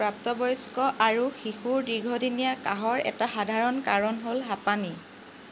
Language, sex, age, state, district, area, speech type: Assamese, female, 45-60, Assam, Lakhimpur, rural, read